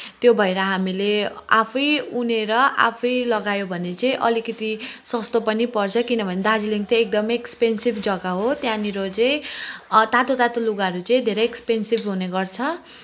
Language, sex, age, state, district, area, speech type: Nepali, female, 30-45, West Bengal, Kalimpong, rural, spontaneous